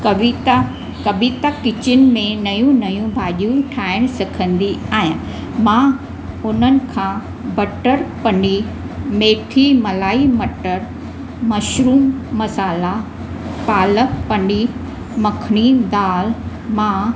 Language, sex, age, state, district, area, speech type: Sindhi, female, 60+, Maharashtra, Mumbai Suburban, urban, spontaneous